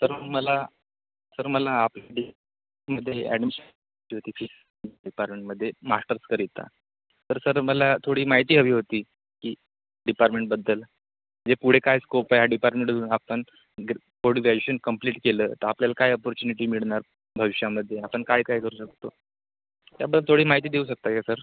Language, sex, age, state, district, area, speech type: Marathi, male, 18-30, Maharashtra, Ratnagiri, rural, conversation